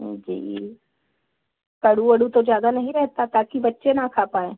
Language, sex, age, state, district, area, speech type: Hindi, female, 45-60, Uttar Pradesh, Hardoi, rural, conversation